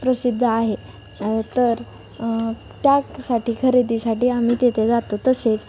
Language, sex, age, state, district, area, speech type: Marathi, female, 18-30, Maharashtra, Osmanabad, rural, spontaneous